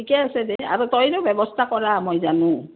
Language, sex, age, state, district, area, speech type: Assamese, female, 45-60, Assam, Udalguri, rural, conversation